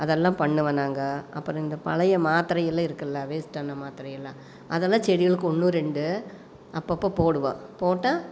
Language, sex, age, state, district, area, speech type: Tamil, female, 45-60, Tamil Nadu, Coimbatore, rural, spontaneous